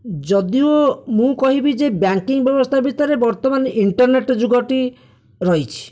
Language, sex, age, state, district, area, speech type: Odia, male, 45-60, Odisha, Bhadrak, rural, spontaneous